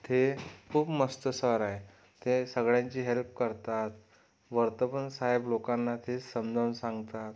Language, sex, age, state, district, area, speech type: Marathi, male, 18-30, Maharashtra, Amravati, urban, spontaneous